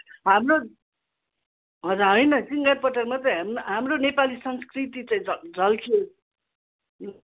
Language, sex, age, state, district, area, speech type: Nepali, female, 60+, West Bengal, Kalimpong, rural, conversation